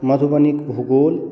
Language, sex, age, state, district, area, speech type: Maithili, male, 30-45, Bihar, Madhubani, rural, spontaneous